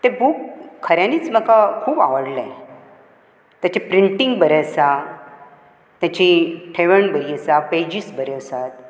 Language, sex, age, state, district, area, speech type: Goan Konkani, female, 60+, Goa, Bardez, urban, spontaneous